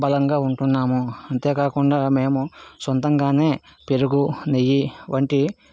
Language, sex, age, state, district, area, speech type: Telugu, male, 60+, Andhra Pradesh, Vizianagaram, rural, spontaneous